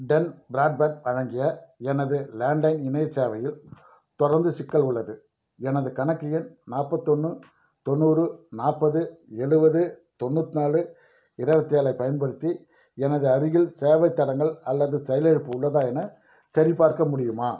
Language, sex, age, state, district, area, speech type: Tamil, male, 45-60, Tamil Nadu, Dharmapuri, rural, read